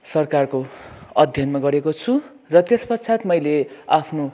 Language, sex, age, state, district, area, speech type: Nepali, male, 18-30, West Bengal, Kalimpong, rural, spontaneous